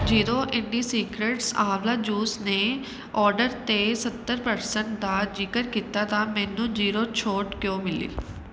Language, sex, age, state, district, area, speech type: Punjabi, female, 18-30, Punjab, Kapurthala, urban, read